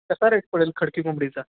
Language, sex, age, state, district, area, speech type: Marathi, male, 18-30, Maharashtra, Kolhapur, urban, conversation